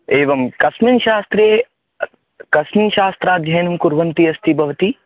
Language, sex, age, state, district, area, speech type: Sanskrit, male, 18-30, Andhra Pradesh, Chittoor, urban, conversation